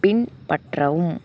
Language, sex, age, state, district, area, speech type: Tamil, female, 18-30, Tamil Nadu, Coimbatore, rural, read